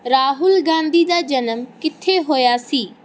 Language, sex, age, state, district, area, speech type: Punjabi, female, 18-30, Punjab, Barnala, rural, read